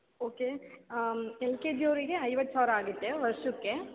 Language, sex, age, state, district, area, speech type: Kannada, female, 18-30, Karnataka, Tumkur, urban, conversation